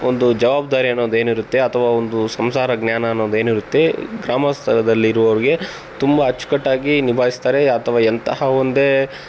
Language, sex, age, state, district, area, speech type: Kannada, male, 18-30, Karnataka, Tumkur, rural, spontaneous